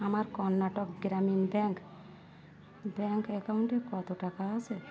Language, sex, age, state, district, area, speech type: Bengali, female, 18-30, West Bengal, Uttar Dinajpur, urban, read